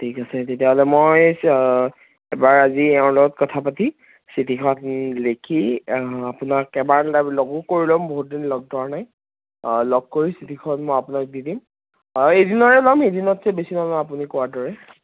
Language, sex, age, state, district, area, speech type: Assamese, male, 18-30, Assam, Kamrup Metropolitan, urban, conversation